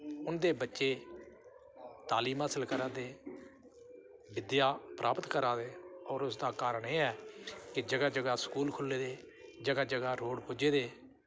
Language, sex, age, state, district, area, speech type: Dogri, male, 60+, Jammu and Kashmir, Udhampur, rural, spontaneous